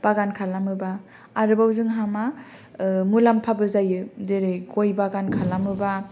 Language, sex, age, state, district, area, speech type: Bodo, female, 18-30, Assam, Kokrajhar, rural, spontaneous